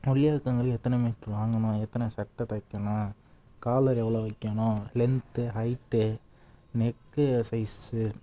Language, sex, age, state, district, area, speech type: Tamil, male, 18-30, Tamil Nadu, Thanjavur, rural, spontaneous